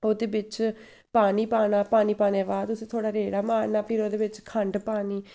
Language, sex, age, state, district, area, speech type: Dogri, female, 18-30, Jammu and Kashmir, Samba, rural, spontaneous